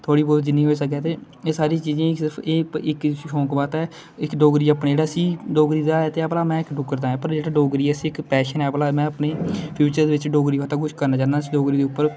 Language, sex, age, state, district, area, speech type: Dogri, male, 18-30, Jammu and Kashmir, Kathua, rural, spontaneous